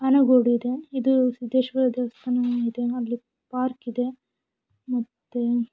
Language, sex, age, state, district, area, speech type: Kannada, female, 18-30, Karnataka, Davanagere, urban, spontaneous